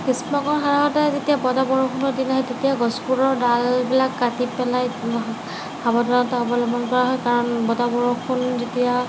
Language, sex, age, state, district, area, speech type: Assamese, female, 30-45, Assam, Nagaon, rural, spontaneous